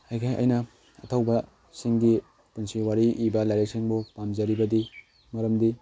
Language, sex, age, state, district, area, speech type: Manipuri, male, 18-30, Manipur, Tengnoupal, rural, spontaneous